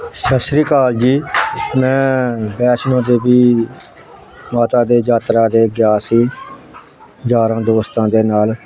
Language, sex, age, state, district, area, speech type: Punjabi, male, 60+, Punjab, Hoshiarpur, rural, spontaneous